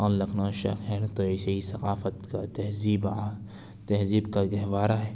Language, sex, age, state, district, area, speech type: Urdu, male, 60+, Uttar Pradesh, Lucknow, urban, spontaneous